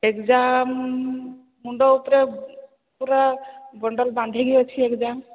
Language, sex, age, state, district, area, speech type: Odia, female, 18-30, Odisha, Sambalpur, rural, conversation